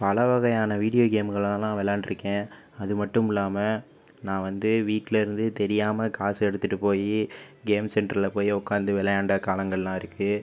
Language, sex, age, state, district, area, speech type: Tamil, male, 18-30, Tamil Nadu, Pudukkottai, rural, spontaneous